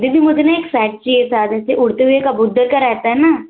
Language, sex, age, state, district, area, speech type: Hindi, female, 45-60, Madhya Pradesh, Balaghat, rural, conversation